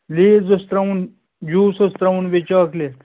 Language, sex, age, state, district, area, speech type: Kashmiri, male, 18-30, Jammu and Kashmir, Srinagar, urban, conversation